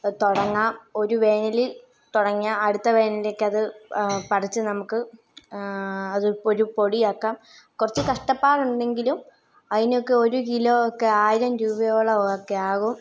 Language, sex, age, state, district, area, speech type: Malayalam, female, 18-30, Kerala, Kottayam, rural, spontaneous